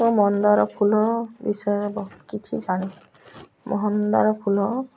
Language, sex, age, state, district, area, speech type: Odia, female, 45-60, Odisha, Malkangiri, urban, spontaneous